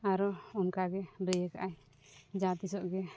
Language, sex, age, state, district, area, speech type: Santali, female, 45-60, Jharkhand, East Singhbhum, rural, spontaneous